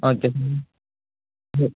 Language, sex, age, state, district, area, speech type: Tamil, male, 18-30, Tamil Nadu, Tiruppur, rural, conversation